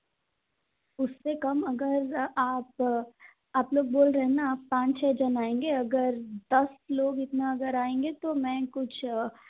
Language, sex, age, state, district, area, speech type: Hindi, female, 18-30, Madhya Pradesh, Seoni, urban, conversation